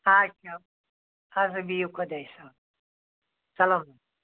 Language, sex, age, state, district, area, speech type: Kashmiri, female, 60+, Jammu and Kashmir, Anantnag, rural, conversation